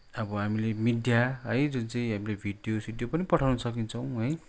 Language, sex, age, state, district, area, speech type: Nepali, male, 45-60, West Bengal, Kalimpong, rural, spontaneous